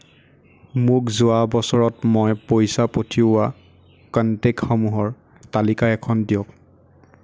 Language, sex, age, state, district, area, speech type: Assamese, male, 30-45, Assam, Darrang, rural, read